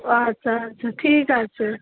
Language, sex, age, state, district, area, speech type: Bengali, female, 45-60, West Bengal, Darjeeling, rural, conversation